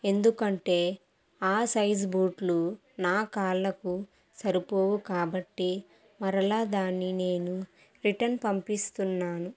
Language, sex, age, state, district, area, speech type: Telugu, female, 18-30, Andhra Pradesh, Kadapa, rural, spontaneous